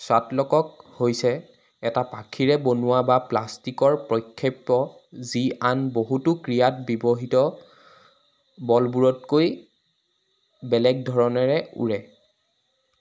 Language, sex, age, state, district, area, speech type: Assamese, male, 18-30, Assam, Sivasagar, rural, read